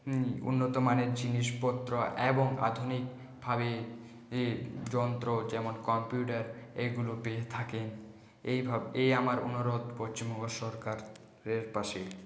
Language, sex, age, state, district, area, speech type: Bengali, male, 30-45, West Bengal, Purulia, urban, spontaneous